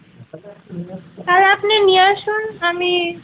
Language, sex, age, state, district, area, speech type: Bengali, female, 18-30, West Bengal, Dakshin Dinajpur, urban, conversation